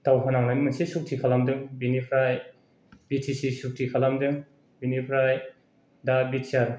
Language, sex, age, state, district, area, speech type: Bodo, male, 30-45, Assam, Kokrajhar, rural, spontaneous